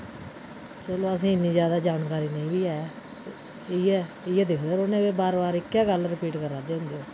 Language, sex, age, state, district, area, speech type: Dogri, female, 45-60, Jammu and Kashmir, Udhampur, urban, spontaneous